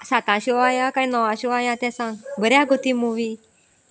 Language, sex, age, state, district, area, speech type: Goan Konkani, female, 18-30, Goa, Sanguem, rural, spontaneous